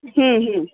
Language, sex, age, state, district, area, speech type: Kannada, female, 30-45, Karnataka, Bellary, rural, conversation